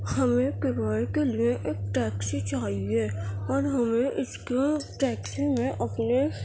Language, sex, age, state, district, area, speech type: Urdu, female, 45-60, Delhi, Central Delhi, urban, spontaneous